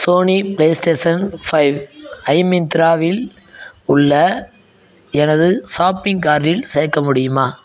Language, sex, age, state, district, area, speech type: Tamil, male, 18-30, Tamil Nadu, Madurai, rural, read